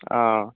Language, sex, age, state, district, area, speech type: Malayalam, male, 18-30, Kerala, Alappuzha, rural, conversation